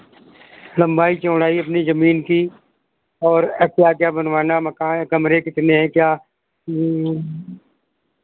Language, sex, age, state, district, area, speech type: Hindi, male, 60+, Uttar Pradesh, Sitapur, rural, conversation